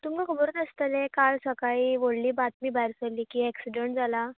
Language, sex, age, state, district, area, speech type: Goan Konkani, female, 18-30, Goa, Bardez, urban, conversation